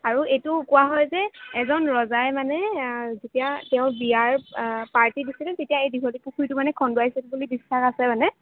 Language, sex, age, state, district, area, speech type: Assamese, female, 18-30, Assam, Kamrup Metropolitan, urban, conversation